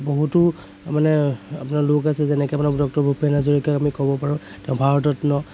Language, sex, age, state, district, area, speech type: Assamese, male, 30-45, Assam, Kamrup Metropolitan, urban, spontaneous